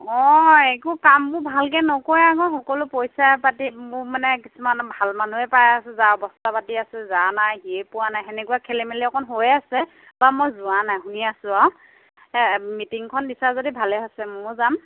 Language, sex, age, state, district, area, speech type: Assamese, female, 30-45, Assam, Nagaon, rural, conversation